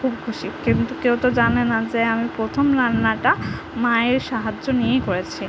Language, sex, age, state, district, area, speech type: Bengali, female, 30-45, West Bengal, Purba Medinipur, rural, spontaneous